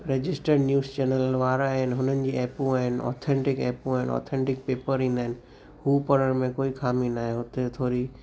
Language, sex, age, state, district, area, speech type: Sindhi, male, 18-30, Gujarat, Kutch, rural, spontaneous